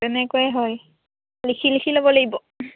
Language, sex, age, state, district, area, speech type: Assamese, female, 18-30, Assam, Sivasagar, rural, conversation